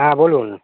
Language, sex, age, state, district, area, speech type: Bengali, male, 45-60, West Bengal, Hooghly, rural, conversation